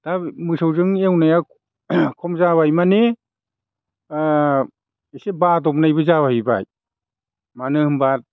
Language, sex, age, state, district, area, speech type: Bodo, male, 60+, Assam, Chirang, rural, spontaneous